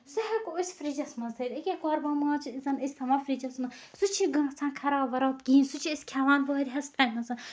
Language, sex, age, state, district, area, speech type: Kashmiri, female, 30-45, Jammu and Kashmir, Ganderbal, rural, spontaneous